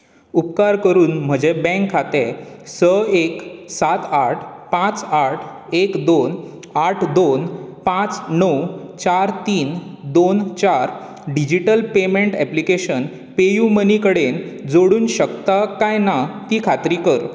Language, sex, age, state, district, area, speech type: Goan Konkani, male, 18-30, Goa, Bardez, urban, read